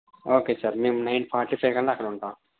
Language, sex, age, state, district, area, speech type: Telugu, male, 18-30, Andhra Pradesh, N T Rama Rao, rural, conversation